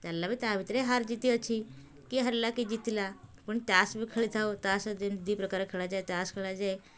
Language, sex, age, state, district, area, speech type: Odia, female, 45-60, Odisha, Puri, urban, spontaneous